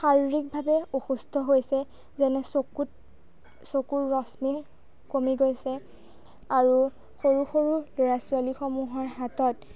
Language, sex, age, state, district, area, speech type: Assamese, female, 18-30, Assam, Darrang, rural, spontaneous